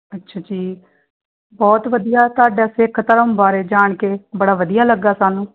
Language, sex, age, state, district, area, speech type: Punjabi, female, 18-30, Punjab, Tarn Taran, rural, conversation